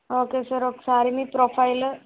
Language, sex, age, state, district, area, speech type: Telugu, female, 45-60, Andhra Pradesh, Kakinada, urban, conversation